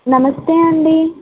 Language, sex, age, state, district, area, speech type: Telugu, female, 18-30, Andhra Pradesh, West Godavari, rural, conversation